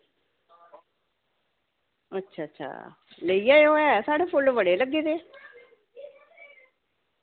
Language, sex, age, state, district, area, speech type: Dogri, female, 45-60, Jammu and Kashmir, Samba, urban, conversation